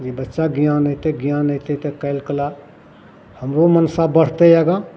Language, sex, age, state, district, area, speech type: Maithili, male, 45-60, Bihar, Madhepura, rural, spontaneous